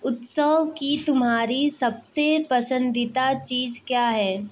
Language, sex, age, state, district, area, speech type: Hindi, female, 18-30, Uttar Pradesh, Azamgarh, urban, read